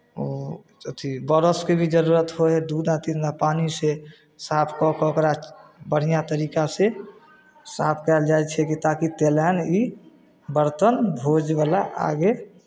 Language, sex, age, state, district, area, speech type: Maithili, male, 30-45, Bihar, Samastipur, rural, spontaneous